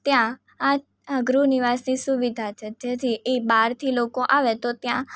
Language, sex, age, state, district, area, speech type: Gujarati, female, 18-30, Gujarat, Surat, rural, spontaneous